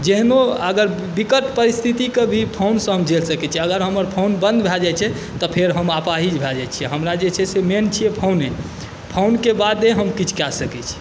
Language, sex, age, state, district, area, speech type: Maithili, male, 30-45, Bihar, Saharsa, rural, spontaneous